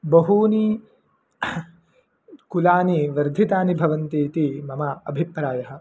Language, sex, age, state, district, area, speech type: Sanskrit, male, 18-30, Karnataka, Mandya, rural, spontaneous